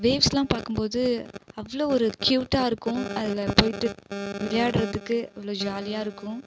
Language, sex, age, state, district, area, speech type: Tamil, female, 30-45, Tamil Nadu, Viluppuram, rural, spontaneous